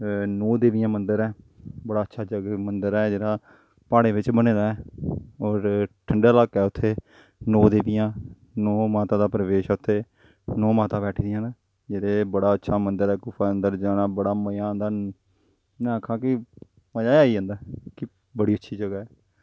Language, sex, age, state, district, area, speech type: Dogri, male, 30-45, Jammu and Kashmir, Jammu, rural, spontaneous